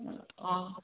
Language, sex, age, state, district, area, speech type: Assamese, female, 45-60, Assam, Golaghat, urban, conversation